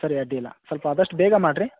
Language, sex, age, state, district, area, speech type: Kannada, male, 30-45, Karnataka, Dharwad, rural, conversation